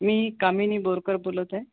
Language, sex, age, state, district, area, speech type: Marathi, female, 45-60, Maharashtra, Akola, urban, conversation